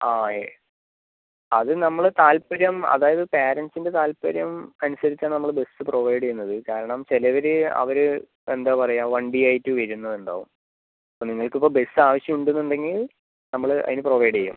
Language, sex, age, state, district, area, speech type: Malayalam, male, 30-45, Kerala, Palakkad, rural, conversation